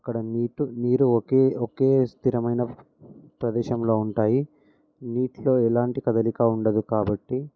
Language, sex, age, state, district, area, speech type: Telugu, male, 18-30, Telangana, Ranga Reddy, urban, spontaneous